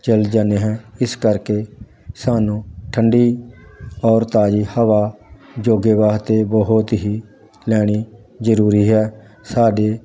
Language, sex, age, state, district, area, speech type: Punjabi, male, 45-60, Punjab, Pathankot, rural, spontaneous